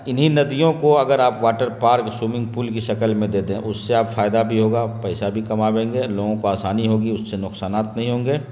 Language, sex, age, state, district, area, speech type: Urdu, male, 30-45, Bihar, Khagaria, rural, spontaneous